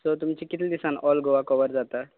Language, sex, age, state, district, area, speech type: Goan Konkani, male, 18-30, Goa, Quepem, rural, conversation